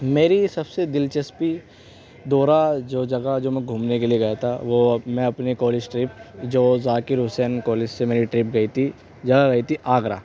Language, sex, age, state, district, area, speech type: Urdu, male, 18-30, Delhi, North West Delhi, urban, spontaneous